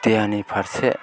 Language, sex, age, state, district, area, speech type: Bodo, male, 45-60, Assam, Kokrajhar, urban, spontaneous